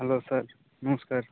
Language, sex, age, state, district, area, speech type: Odia, male, 18-30, Odisha, Malkangiri, rural, conversation